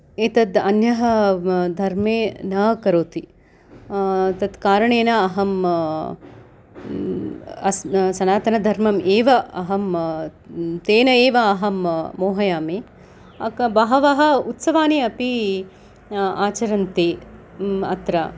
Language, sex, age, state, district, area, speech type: Sanskrit, female, 45-60, Telangana, Hyderabad, urban, spontaneous